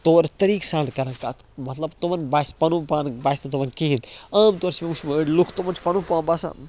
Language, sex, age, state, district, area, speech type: Kashmiri, male, 18-30, Jammu and Kashmir, Baramulla, rural, spontaneous